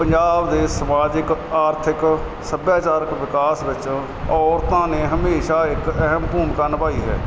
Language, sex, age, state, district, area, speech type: Punjabi, male, 30-45, Punjab, Barnala, rural, spontaneous